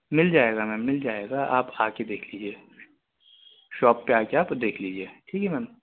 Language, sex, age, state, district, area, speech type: Urdu, male, 18-30, Delhi, Central Delhi, urban, conversation